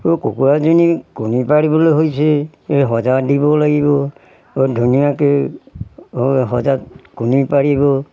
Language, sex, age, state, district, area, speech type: Assamese, male, 60+, Assam, Golaghat, rural, spontaneous